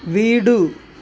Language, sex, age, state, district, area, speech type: Tamil, male, 30-45, Tamil Nadu, Ariyalur, rural, read